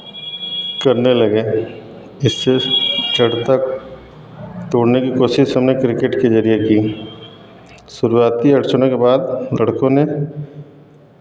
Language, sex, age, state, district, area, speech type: Hindi, male, 45-60, Uttar Pradesh, Varanasi, rural, spontaneous